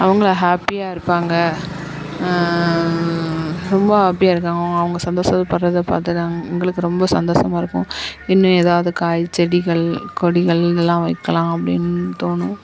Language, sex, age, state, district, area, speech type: Tamil, female, 30-45, Tamil Nadu, Dharmapuri, urban, spontaneous